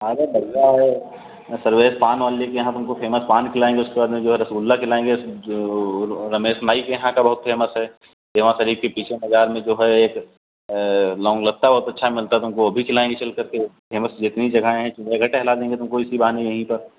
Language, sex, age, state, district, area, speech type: Hindi, male, 30-45, Uttar Pradesh, Hardoi, rural, conversation